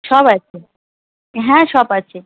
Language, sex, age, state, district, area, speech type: Bengali, female, 45-60, West Bengal, Birbhum, urban, conversation